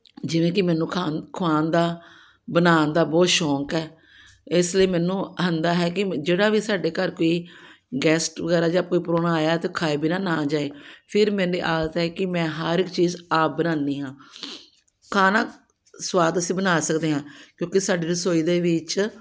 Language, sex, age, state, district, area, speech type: Punjabi, female, 60+, Punjab, Amritsar, urban, spontaneous